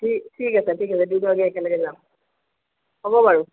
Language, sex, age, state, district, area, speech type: Assamese, female, 60+, Assam, Tinsukia, rural, conversation